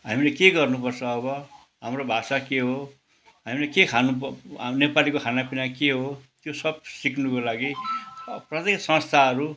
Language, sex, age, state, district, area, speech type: Nepali, male, 60+, West Bengal, Kalimpong, rural, spontaneous